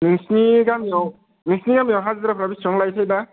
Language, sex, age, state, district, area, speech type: Bodo, male, 18-30, Assam, Kokrajhar, rural, conversation